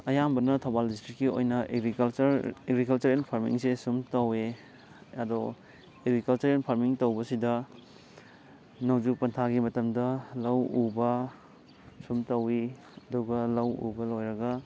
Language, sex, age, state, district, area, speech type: Manipuri, male, 18-30, Manipur, Thoubal, rural, spontaneous